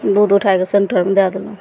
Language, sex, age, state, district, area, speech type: Maithili, female, 60+, Bihar, Begusarai, urban, spontaneous